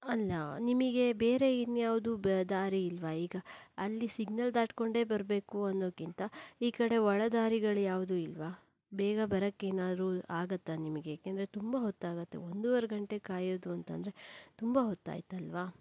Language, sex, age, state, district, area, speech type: Kannada, female, 30-45, Karnataka, Shimoga, rural, spontaneous